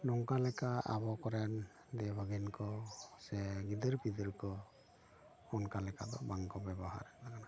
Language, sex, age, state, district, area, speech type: Santali, male, 45-60, West Bengal, Bankura, rural, spontaneous